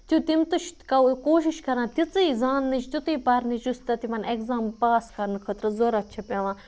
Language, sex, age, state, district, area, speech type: Kashmiri, other, 18-30, Jammu and Kashmir, Budgam, rural, spontaneous